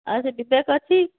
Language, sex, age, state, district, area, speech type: Odia, female, 18-30, Odisha, Jajpur, rural, conversation